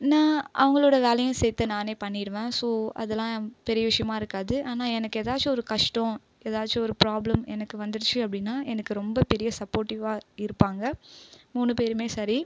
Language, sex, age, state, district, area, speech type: Tamil, female, 30-45, Tamil Nadu, Viluppuram, rural, spontaneous